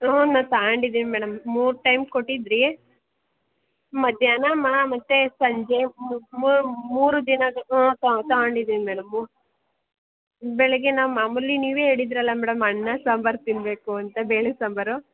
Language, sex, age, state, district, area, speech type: Kannada, female, 30-45, Karnataka, Mandya, rural, conversation